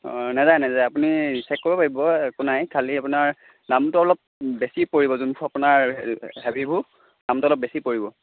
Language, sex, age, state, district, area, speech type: Assamese, male, 18-30, Assam, Sivasagar, rural, conversation